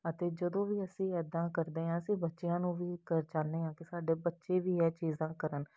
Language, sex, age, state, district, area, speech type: Punjabi, female, 30-45, Punjab, Jalandhar, urban, spontaneous